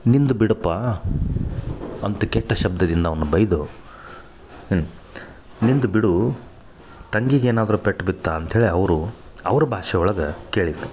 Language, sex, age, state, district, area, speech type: Kannada, male, 30-45, Karnataka, Dharwad, rural, spontaneous